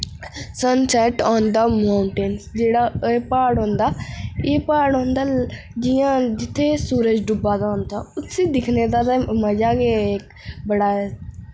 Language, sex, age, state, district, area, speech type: Dogri, female, 18-30, Jammu and Kashmir, Reasi, urban, spontaneous